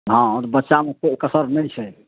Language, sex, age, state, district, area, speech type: Maithili, male, 60+, Bihar, Madhepura, rural, conversation